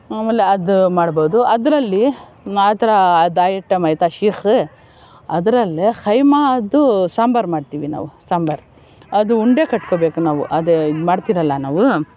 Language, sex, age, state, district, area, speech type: Kannada, female, 60+, Karnataka, Bangalore Rural, rural, spontaneous